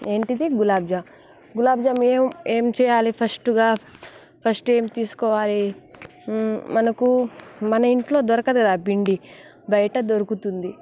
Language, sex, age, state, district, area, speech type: Telugu, female, 18-30, Telangana, Nalgonda, rural, spontaneous